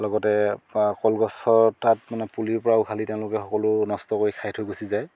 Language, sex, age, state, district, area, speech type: Assamese, male, 30-45, Assam, Dhemaji, rural, spontaneous